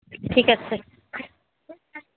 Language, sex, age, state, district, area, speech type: Bengali, female, 45-60, West Bengal, Alipurduar, rural, conversation